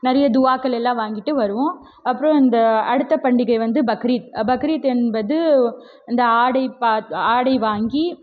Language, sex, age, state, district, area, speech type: Tamil, female, 18-30, Tamil Nadu, Krishnagiri, rural, spontaneous